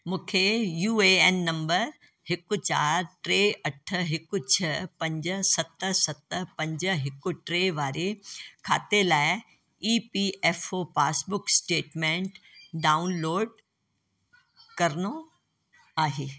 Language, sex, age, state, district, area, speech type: Sindhi, female, 60+, Delhi, South Delhi, urban, read